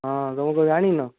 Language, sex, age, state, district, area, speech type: Odia, male, 18-30, Odisha, Jagatsinghpur, urban, conversation